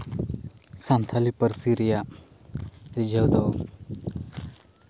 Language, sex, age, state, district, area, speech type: Santali, male, 30-45, Jharkhand, Seraikela Kharsawan, rural, spontaneous